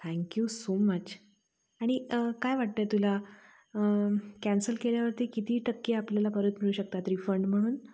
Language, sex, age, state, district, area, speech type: Marathi, female, 30-45, Maharashtra, Satara, urban, spontaneous